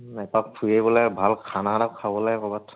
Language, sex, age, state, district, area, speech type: Assamese, male, 30-45, Assam, Charaideo, urban, conversation